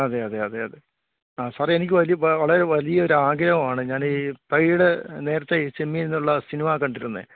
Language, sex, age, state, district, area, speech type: Malayalam, male, 60+, Kerala, Kottayam, urban, conversation